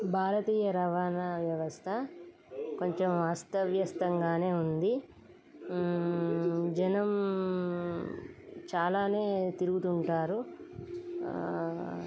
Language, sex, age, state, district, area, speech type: Telugu, female, 30-45, Telangana, Peddapalli, rural, spontaneous